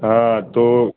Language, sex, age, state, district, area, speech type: Hindi, male, 18-30, Delhi, New Delhi, urban, conversation